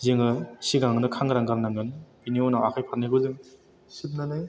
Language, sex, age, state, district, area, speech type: Bodo, male, 18-30, Assam, Chirang, rural, spontaneous